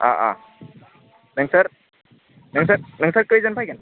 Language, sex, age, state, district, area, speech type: Bodo, male, 18-30, Assam, Udalguri, rural, conversation